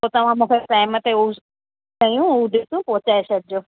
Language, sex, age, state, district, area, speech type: Sindhi, female, 45-60, Gujarat, Kutch, urban, conversation